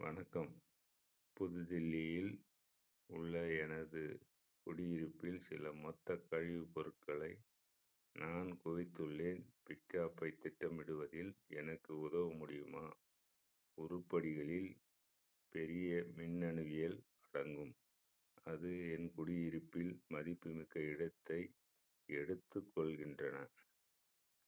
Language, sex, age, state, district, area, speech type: Tamil, male, 60+, Tamil Nadu, Viluppuram, rural, read